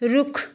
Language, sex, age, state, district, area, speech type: Nepali, female, 30-45, West Bengal, Jalpaiguri, rural, read